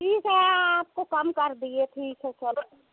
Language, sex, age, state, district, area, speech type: Hindi, female, 45-60, Madhya Pradesh, Seoni, urban, conversation